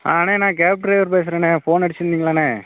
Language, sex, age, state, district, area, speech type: Tamil, male, 30-45, Tamil Nadu, Thoothukudi, rural, conversation